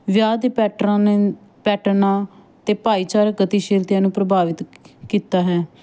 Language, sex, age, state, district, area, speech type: Punjabi, female, 30-45, Punjab, Fatehgarh Sahib, rural, spontaneous